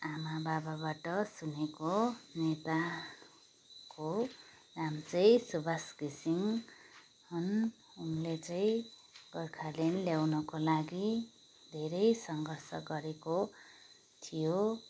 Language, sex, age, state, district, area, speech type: Nepali, female, 30-45, West Bengal, Darjeeling, rural, spontaneous